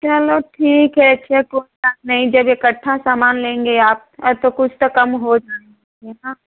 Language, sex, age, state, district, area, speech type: Hindi, female, 30-45, Uttar Pradesh, Prayagraj, urban, conversation